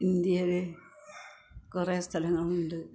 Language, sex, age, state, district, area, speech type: Malayalam, female, 60+, Kerala, Malappuram, rural, spontaneous